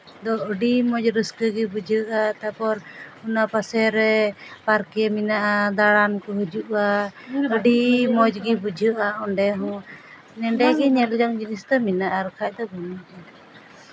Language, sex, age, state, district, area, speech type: Santali, female, 30-45, West Bengal, Purba Bardhaman, rural, spontaneous